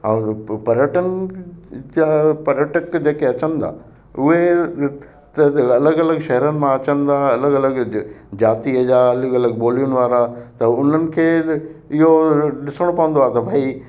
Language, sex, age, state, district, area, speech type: Sindhi, male, 60+, Gujarat, Kutch, rural, spontaneous